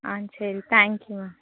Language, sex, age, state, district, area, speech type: Tamil, female, 18-30, Tamil Nadu, Thoothukudi, rural, conversation